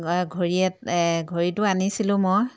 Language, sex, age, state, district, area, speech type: Assamese, female, 45-60, Assam, Jorhat, urban, spontaneous